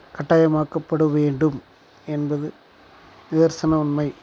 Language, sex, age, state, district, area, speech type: Tamil, male, 45-60, Tamil Nadu, Dharmapuri, rural, spontaneous